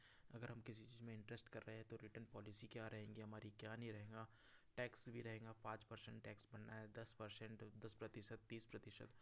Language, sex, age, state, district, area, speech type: Hindi, male, 30-45, Madhya Pradesh, Betul, rural, spontaneous